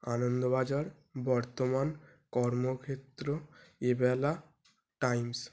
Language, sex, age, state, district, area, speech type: Bengali, male, 18-30, West Bengal, North 24 Parganas, urban, spontaneous